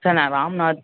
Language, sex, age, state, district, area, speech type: Tamil, male, 18-30, Tamil Nadu, Ariyalur, rural, conversation